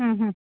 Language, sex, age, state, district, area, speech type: Sindhi, female, 45-60, Uttar Pradesh, Lucknow, rural, conversation